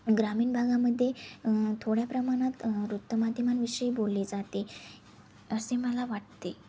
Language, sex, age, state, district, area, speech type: Marathi, female, 18-30, Maharashtra, Ahmednagar, rural, spontaneous